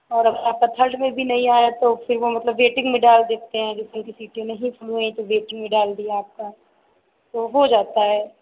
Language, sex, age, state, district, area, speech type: Hindi, female, 45-60, Uttar Pradesh, Sitapur, rural, conversation